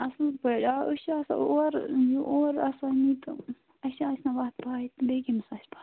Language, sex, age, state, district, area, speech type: Kashmiri, female, 18-30, Jammu and Kashmir, Bandipora, rural, conversation